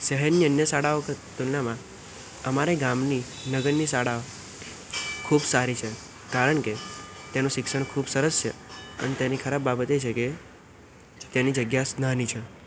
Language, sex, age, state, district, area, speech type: Gujarati, male, 18-30, Gujarat, Kheda, rural, spontaneous